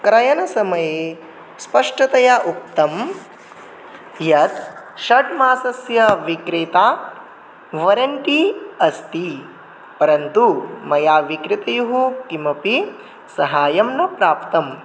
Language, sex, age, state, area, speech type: Sanskrit, male, 18-30, Tripura, rural, spontaneous